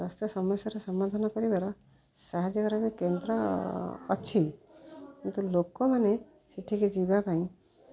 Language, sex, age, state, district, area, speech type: Odia, female, 45-60, Odisha, Rayagada, rural, spontaneous